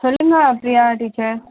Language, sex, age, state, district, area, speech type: Tamil, female, 45-60, Tamil Nadu, Kanchipuram, urban, conversation